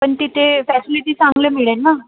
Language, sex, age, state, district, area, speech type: Marathi, female, 18-30, Maharashtra, Solapur, urban, conversation